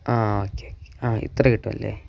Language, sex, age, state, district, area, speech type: Malayalam, male, 18-30, Kerala, Wayanad, rural, spontaneous